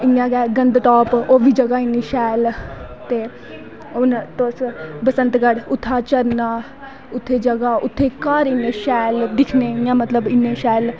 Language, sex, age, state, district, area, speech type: Dogri, female, 18-30, Jammu and Kashmir, Udhampur, rural, spontaneous